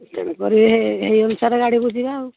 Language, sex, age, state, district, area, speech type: Odia, female, 60+, Odisha, Jharsuguda, rural, conversation